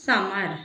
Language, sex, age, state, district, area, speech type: Goan Konkani, female, 45-60, Goa, Quepem, rural, spontaneous